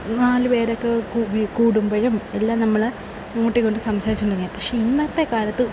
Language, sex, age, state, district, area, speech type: Malayalam, female, 18-30, Kerala, Kollam, rural, spontaneous